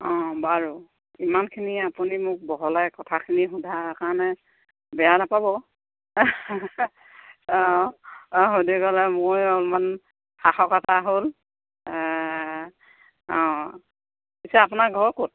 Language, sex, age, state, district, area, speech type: Assamese, female, 60+, Assam, Sivasagar, rural, conversation